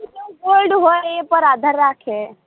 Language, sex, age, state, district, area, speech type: Gujarati, female, 30-45, Gujarat, Morbi, rural, conversation